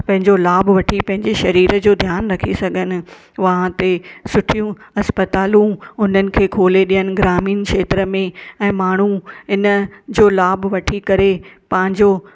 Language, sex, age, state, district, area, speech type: Sindhi, female, 45-60, Maharashtra, Mumbai Suburban, urban, spontaneous